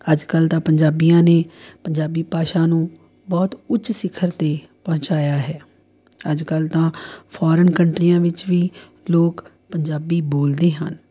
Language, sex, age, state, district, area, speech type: Punjabi, female, 30-45, Punjab, Tarn Taran, urban, spontaneous